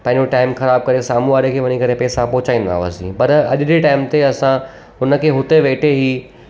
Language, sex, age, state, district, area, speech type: Sindhi, male, 30-45, Gujarat, Surat, urban, spontaneous